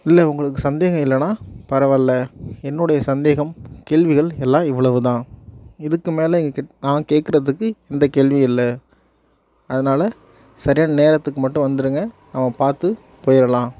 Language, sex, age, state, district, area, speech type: Tamil, male, 18-30, Tamil Nadu, Nagapattinam, rural, spontaneous